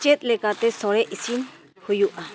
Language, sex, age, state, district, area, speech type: Santali, female, 30-45, Jharkhand, East Singhbhum, rural, read